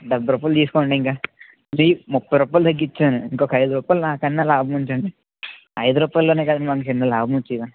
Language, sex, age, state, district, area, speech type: Telugu, male, 18-30, Andhra Pradesh, Eluru, urban, conversation